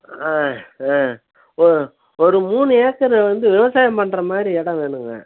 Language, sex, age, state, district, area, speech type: Tamil, male, 60+, Tamil Nadu, Perambalur, urban, conversation